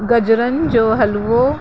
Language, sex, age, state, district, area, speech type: Sindhi, female, 30-45, Uttar Pradesh, Lucknow, rural, spontaneous